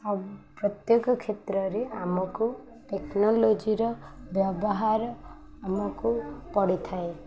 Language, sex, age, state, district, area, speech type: Odia, female, 18-30, Odisha, Sundergarh, urban, spontaneous